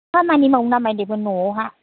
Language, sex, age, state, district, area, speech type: Bodo, female, 60+, Assam, Udalguri, rural, conversation